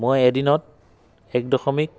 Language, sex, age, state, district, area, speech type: Assamese, male, 30-45, Assam, Dhemaji, rural, spontaneous